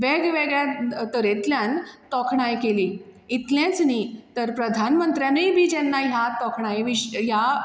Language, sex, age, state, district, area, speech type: Goan Konkani, female, 30-45, Goa, Bardez, rural, spontaneous